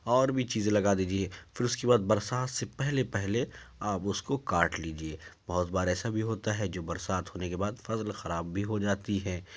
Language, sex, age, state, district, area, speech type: Urdu, male, 30-45, Uttar Pradesh, Ghaziabad, urban, spontaneous